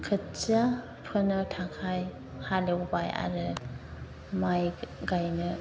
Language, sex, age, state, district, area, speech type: Bodo, female, 45-60, Assam, Chirang, urban, spontaneous